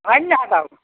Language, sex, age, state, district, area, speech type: Assamese, female, 60+, Assam, Majuli, rural, conversation